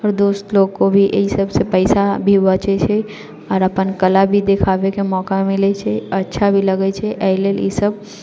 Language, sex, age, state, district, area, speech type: Maithili, female, 18-30, Bihar, Sitamarhi, rural, spontaneous